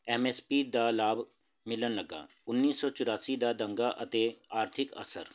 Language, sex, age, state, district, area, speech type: Punjabi, male, 30-45, Punjab, Jalandhar, urban, spontaneous